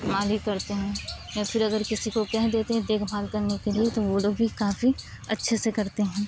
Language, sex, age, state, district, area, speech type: Urdu, female, 30-45, Uttar Pradesh, Aligarh, rural, spontaneous